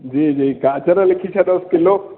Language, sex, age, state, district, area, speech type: Sindhi, male, 18-30, Madhya Pradesh, Katni, urban, conversation